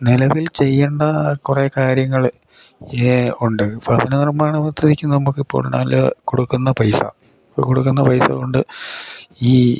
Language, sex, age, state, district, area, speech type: Malayalam, male, 60+, Kerala, Idukki, rural, spontaneous